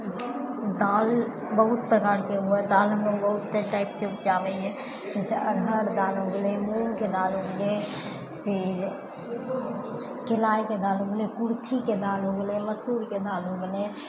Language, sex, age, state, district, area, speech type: Maithili, female, 18-30, Bihar, Purnia, rural, spontaneous